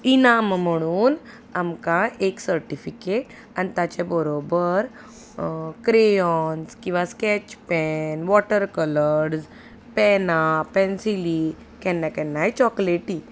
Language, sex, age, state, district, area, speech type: Goan Konkani, female, 30-45, Goa, Salcete, rural, spontaneous